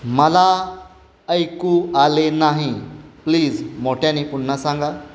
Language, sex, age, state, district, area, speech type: Marathi, male, 30-45, Maharashtra, Satara, urban, read